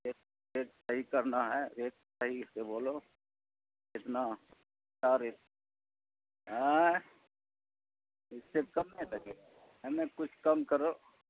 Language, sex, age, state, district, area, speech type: Urdu, male, 60+, Bihar, Khagaria, rural, conversation